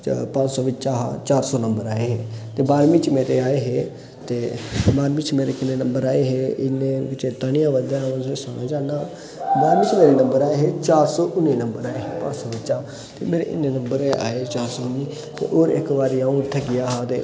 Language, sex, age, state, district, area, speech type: Dogri, male, 18-30, Jammu and Kashmir, Udhampur, urban, spontaneous